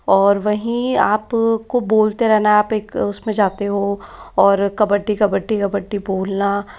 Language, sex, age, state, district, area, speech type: Hindi, female, 60+, Rajasthan, Jaipur, urban, spontaneous